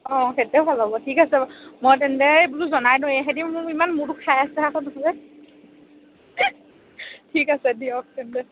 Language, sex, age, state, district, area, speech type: Assamese, female, 18-30, Assam, Morigaon, rural, conversation